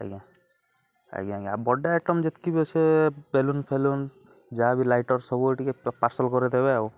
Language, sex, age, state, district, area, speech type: Odia, male, 30-45, Odisha, Balangir, urban, spontaneous